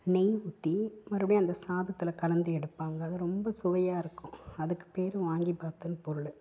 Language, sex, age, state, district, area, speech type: Tamil, female, 45-60, Tamil Nadu, Tiruppur, urban, spontaneous